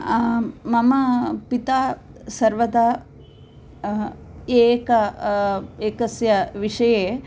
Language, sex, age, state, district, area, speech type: Sanskrit, female, 45-60, Andhra Pradesh, Kurnool, urban, spontaneous